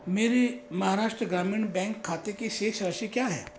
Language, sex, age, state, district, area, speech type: Hindi, male, 30-45, Rajasthan, Jaipur, urban, read